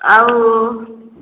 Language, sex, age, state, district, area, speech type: Odia, female, 30-45, Odisha, Khordha, rural, conversation